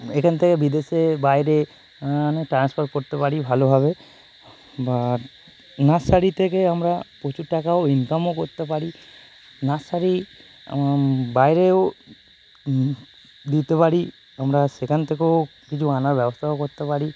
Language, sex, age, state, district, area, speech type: Bengali, male, 30-45, West Bengal, North 24 Parganas, urban, spontaneous